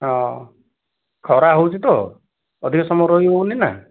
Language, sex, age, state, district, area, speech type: Odia, male, 30-45, Odisha, Kandhamal, rural, conversation